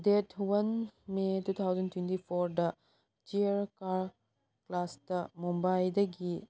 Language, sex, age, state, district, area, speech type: Manipuri, female, 30-45, Manipur, Chandel, rural, read